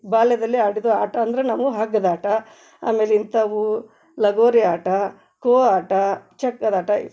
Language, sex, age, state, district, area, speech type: Kannada, female, 30-45, Karnataka, Gadag, rural, spontaneous